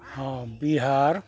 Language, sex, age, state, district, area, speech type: Santali, male, 60+, Jharkhand, East Singhbhum, rural, spontaneous